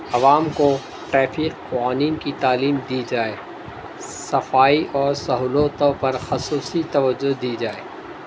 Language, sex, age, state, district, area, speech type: Urdu, male, 60+, Delhi, Central Delhi, urban, spontaneous